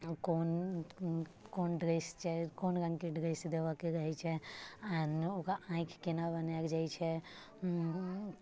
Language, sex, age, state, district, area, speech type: Maithili, female, 18-30, Bihar, Muzaffarpur, urban, spontaneous